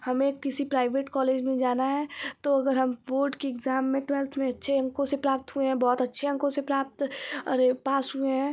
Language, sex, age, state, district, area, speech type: Hindi, female, 18-30, Uttar Pradesh, Ghazipur, rural, spontaneous